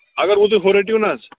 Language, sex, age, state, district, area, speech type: Kashmiri, male, 30-45, Jammu and Kashmir, Bandipora, rural, conversation